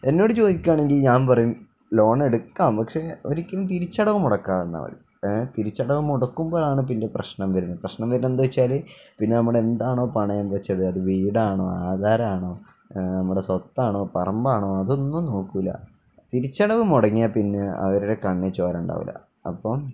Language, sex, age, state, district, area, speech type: Malayalam, male, 18-30, Kerala, Kozhikode, rural, spontaneous